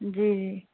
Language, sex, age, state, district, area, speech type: Sindhi, female, 30-45, Uttar Pradesh, Lucknow, urban, conversation